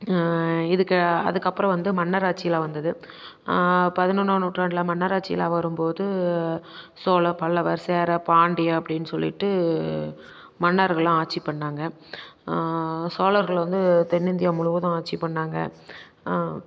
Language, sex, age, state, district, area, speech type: Tamil, female, 30-45, Tamil Nadu, Namakkal, rural, spontaneous